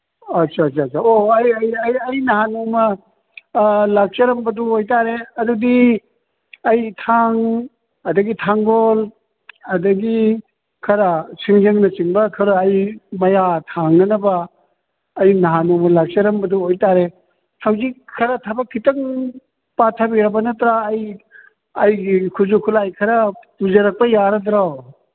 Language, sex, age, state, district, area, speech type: Manipuri, male, 60+, Manipur, Thoubal, rural, conversation